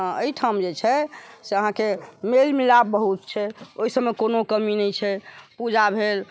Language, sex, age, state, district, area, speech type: Maithili, female, 60+, Bihar, Sitamarhi, urban, spontaneous